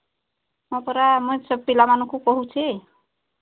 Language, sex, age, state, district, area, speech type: Odia, female, 45-60, Odisha, Sambalpur, rural, conversation